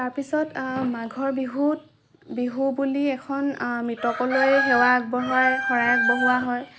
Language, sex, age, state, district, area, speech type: Assamese, female, 18-30, Assam, Lakhimpur, rural, spontaneous